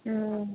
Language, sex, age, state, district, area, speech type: Sanskrit, female, 18-30, Maharashtra, Wardha, urban, conversation